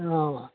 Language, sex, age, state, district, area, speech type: Kannada, male, 60+, Karnataka, Mandya, rural, conversation